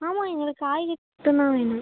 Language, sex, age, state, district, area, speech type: Tamil, male, 18-30, Tamil Nadu, Tiruchirappalli, rural, conversation